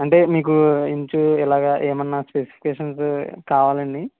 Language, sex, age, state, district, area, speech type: Telugu, male, 45-60, Andhra Pradesh, East Godavari, rural, conversation